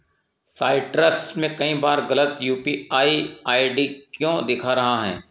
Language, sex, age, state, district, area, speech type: Hindi, male, 45-60, Madhya Pradesh, Ujjain, urban, read